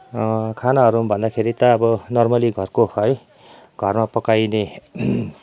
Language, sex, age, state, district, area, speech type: Nepali, male, 30-45, West Bengal, Kalimpong, rural, spontaneous